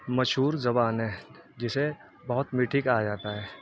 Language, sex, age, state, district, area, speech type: Urdu, male, 30-45, Uttar Pradesh, Muzaffarnagar, urban, spontaneous